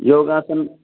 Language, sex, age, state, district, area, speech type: Sanskrit, male, 30-45, Telangana, Narayanpet, urban, conversation